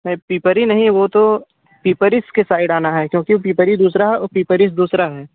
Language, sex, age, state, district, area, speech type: Hindi, male, 18-30, Uttar Pradesh, Bhadohi, urban, conversation